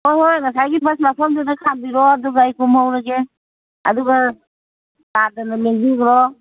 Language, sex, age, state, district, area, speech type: Manipuri, female, 60+, Manipur, Imphal East, rural, conversation